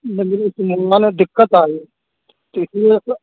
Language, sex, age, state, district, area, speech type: Urdu, male, 18-30, Delhi, Central Delhi, rural, conversation